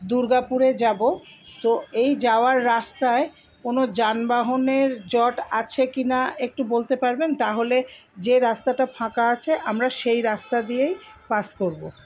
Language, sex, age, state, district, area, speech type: Bengali, female, 60+, West Bengal, Purba Bardhaman, urban, spontaneous